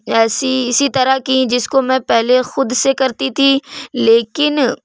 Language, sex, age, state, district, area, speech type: Urdu, female, 30-45, Uttar Pradesh, Lucknow, rural, spontaneous